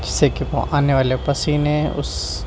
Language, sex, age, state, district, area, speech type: Urdu, male, 18-30, Delhi, Central Delhi, urban, spontaneous